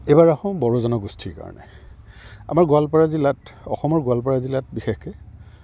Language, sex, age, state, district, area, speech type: Assamese, male, 45-60, Assam, Goalpara, urban, spontaneous